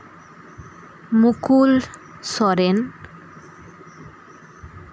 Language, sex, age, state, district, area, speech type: Santali, female, 30-45, West Bengal, Birbhum, rural, spontaneous